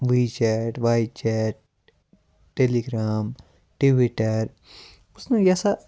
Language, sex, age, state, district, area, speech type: Kashmiri, male, 18-30, Jammu and Kashmir, Kupwara, rural, spontaneous